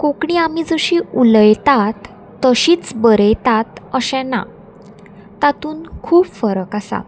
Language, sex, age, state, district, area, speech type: Goan Konkani, female, 18-30, Goa, Salcete, rural, spontaneous